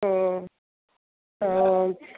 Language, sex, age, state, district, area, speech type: Malayalam, female, 30-45, Kerala, Kollam, rural, conversation